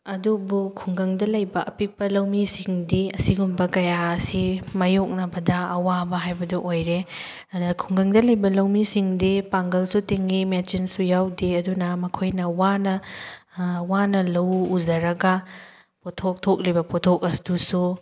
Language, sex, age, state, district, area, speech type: Manipuri, female, 18-30, Manipur, Thoubal, rural, spontaneous